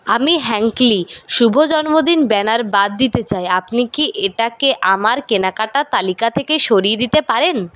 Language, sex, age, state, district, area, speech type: Bengali, female, 45-60, West Bengal, Purulia, rural, read